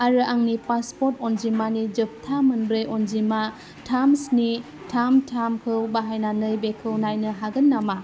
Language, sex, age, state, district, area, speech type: Bodo, female, 30-45, Assam, Udalguri, rural, read